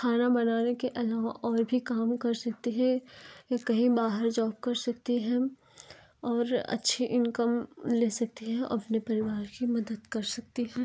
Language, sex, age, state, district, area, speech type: Hindi, female, 18-30, Uttar Pradesh, Jaunpur, urban, spontaneous